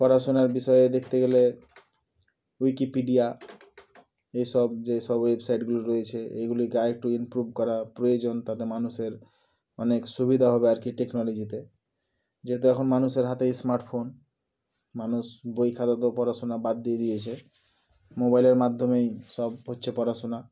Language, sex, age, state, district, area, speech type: Bengali, male, 18-30, West Bengal, Murshidabad, urban, spontaneous